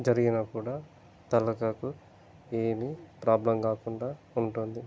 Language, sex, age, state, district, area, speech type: Telugu, male, 30-45, Telangana, Peddapalli, urban, spontaneous